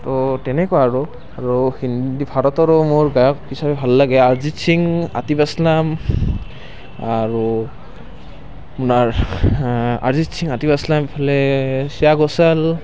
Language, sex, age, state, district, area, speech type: Assamese, male, 18-30, Assam, Barpeta, rural, spontaneous